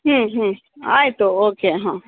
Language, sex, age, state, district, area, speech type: Kannada, female, 30-45, Karnataka, Bellary, rural, conversation